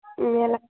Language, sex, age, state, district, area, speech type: Bengali, female, 45-60, West Bengal, Dakshin Dinajpur, urban, conversation